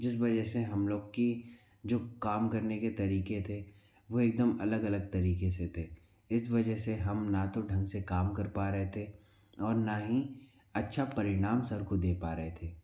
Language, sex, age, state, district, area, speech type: Hindi, male, 45-60, Madhya Pradesh, Bhopal, urban, spontaneous